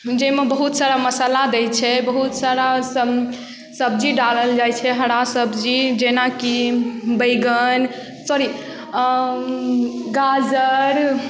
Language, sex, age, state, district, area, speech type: Maithili, female, 18-30, Bihar, Darbhanga, rural, spontaneous